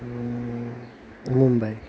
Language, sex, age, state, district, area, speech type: Nepali, male, 18-30, West Bengal, Darjeeling, rural, spontaneous